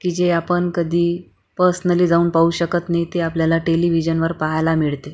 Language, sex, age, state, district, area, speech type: Marathi, female, 45-60, Maharashtra, Akola, urban, spontaneous